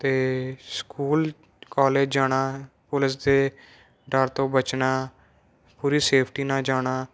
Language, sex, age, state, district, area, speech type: Punjabi, male, 18-30, Punjab, Moga, rural, spontaneous